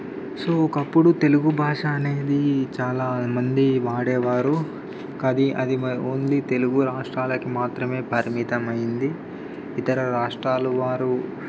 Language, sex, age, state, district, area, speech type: Telugu, male, 18-30, Telangana, Khammam, rural, spontaneous